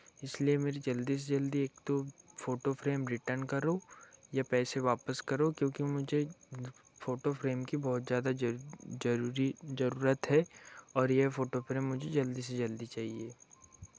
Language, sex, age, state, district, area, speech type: Hindi, male, 18-30, Madhya Pradesh, Betul, rural, spontaneous